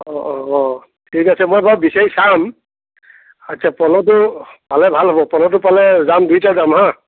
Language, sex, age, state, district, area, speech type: Assamese, male, 60+, Assam, Nagaon, rural, conversation